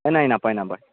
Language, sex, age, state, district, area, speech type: Assamese, male, 18-30, Assam, Udalguri, rural, conversation